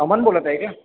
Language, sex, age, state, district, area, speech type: Marathi, male, 30-45, Maharashtra, Washim, rural, conversation